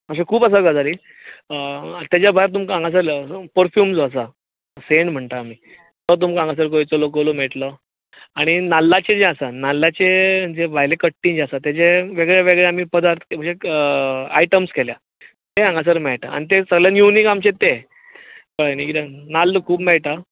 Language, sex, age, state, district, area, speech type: Goan Konkani, male, 30-45, Goa, Bardez, rural, conversation